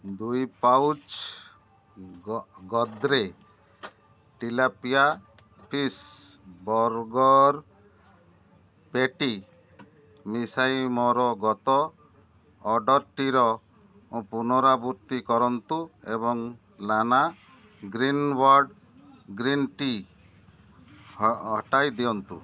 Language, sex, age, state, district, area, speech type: Odia, male, 60+, Odisha, Malkangiri, urban, read